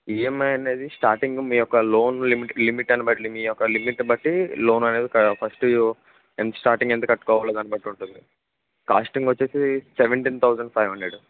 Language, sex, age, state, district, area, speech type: Telugu, male, 18-30, Andhra Pradesh, N T Rama Rao, urban, conversation